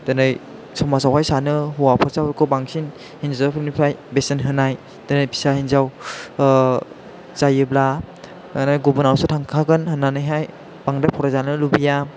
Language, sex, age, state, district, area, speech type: Bodo, male, 18-30, Assam, Chirang, rural, spontaneous